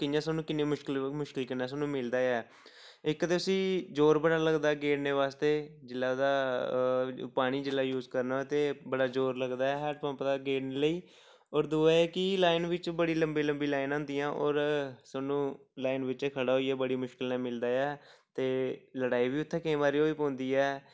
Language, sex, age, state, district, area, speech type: Dogri, male, 18-30, Jammu and Kashmir, Samba, rural, spontaneous